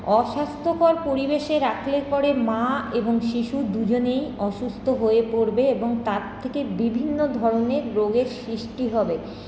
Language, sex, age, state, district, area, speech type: Bengali, female, 30-45, West Bengal, Paschim Bardhaman, urban, spontaneous